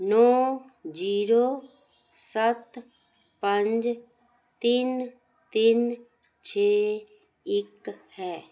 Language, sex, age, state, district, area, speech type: Punjabi, female, 45-60, Punjab, Jalandhar, urban, read